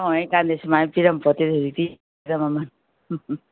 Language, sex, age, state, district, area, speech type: Manipuri, female, 60+, Manipur, Kangpokpi, urban, conversation